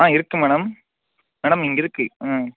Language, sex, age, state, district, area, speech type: Tamil, male, 18-30, Tamil Nadu, Coimbatore, urban, conversation